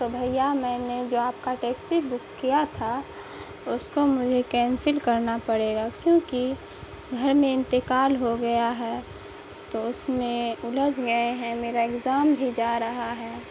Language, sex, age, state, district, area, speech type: Urdu, female, 18-30, Bihar, Saharsa, rural, spontaneous